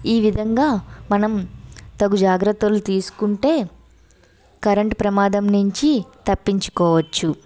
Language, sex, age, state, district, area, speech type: Telugu, female, 18-30, Andhra Pradesh, Vizianagaram, rural, spontaneous